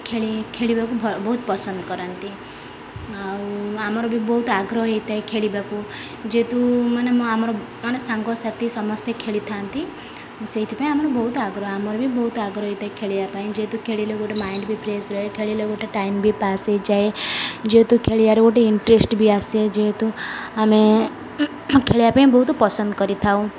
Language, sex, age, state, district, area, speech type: Odia, female, 30-45, Odisha, Sundergarh, urban, spontaneous